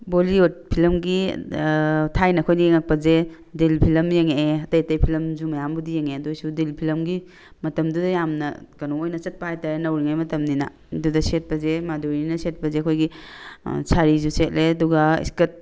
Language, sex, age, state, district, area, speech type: Manipuri, female, 45-60, Manipur, Tengnoupal, rural, spontaneous